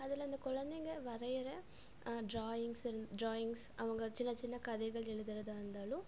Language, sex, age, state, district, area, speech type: Tamil, female, 18-30, Tamil Nadu, Coimbatore, rural, spontaneous